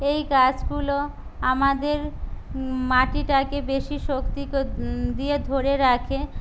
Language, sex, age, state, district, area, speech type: Bengali, other, 45-60, West Bengal, Jhargram, rural, spontaneous